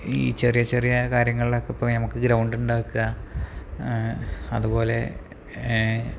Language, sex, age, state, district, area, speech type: Malayalam, male, 30-45, Kerala, Malappuram, rural, spontaneous